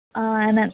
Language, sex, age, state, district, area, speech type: Kannada, female, 18-30, Karnataka, Udupi, rural, conversation